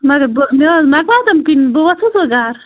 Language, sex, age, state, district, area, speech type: Kashmiri, female, 30-45, Jammu and Kashmir, Bandipora, rural, conversation